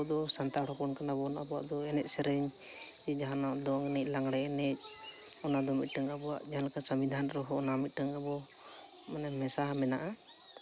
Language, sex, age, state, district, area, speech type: Santali, male, 18-30, Jharkhand, Seraikela Kharsawan, rural, spontaneous